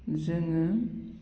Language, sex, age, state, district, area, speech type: Bodo, female, 45-60, Assam, Baksa, rural, spontaneous